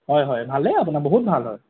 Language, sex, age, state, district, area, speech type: Assamese, male, 30-45, Assam, Golaghat, urban, conversation